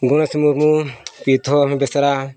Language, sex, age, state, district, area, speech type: Santali, male, 45-60, Odisha, Mayurbhanj, rural, spontaneous